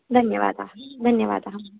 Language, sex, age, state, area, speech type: Sanskrit, female, 30-45, Rajasthan, rural, conversation